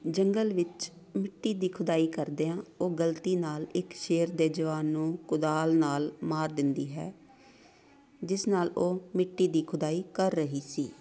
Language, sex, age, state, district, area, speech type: Punjabi, female, 45-60, Punjab, Amritsar, urban, read